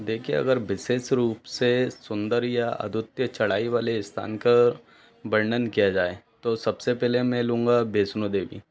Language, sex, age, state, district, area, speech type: Hindi, male, 18-30, Madhya Pradesh, Bhopal, urban, spontaneous